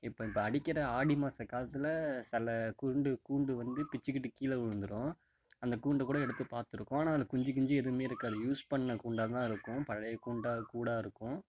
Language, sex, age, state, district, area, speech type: Tamil, male, 18-30, Tamil Nadu, Mayiladuthurai, rural, spontaneous